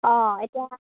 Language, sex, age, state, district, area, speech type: Assamese, female, 30-45, Assam, Golaghat, rural, conversation